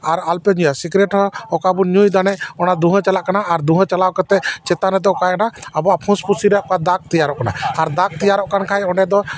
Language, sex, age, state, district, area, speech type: Santali, male, 45-60, West Bengal, Dakshin Dinajpur, rural, spontaneous